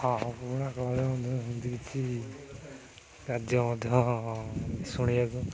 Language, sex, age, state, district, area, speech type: Odia, male, 18-30, Odisha, Jagatsinghpur, rural, spontaneous